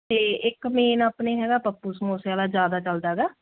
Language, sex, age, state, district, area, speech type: Punjabi, female, 18-30, Punjab, Muktsar, urban, conversation